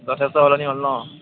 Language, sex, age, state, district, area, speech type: Assamese, male, 18-30, Assam, Dibrugarh, urban, conversation